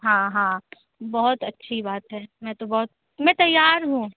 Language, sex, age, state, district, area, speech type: Hindi, female, 30-45, Bihar, Begusarai, rural, conversation